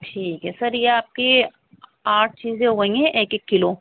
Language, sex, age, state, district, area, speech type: Urdu, female, 30-45, Delhi, East Delhi, urban, conversation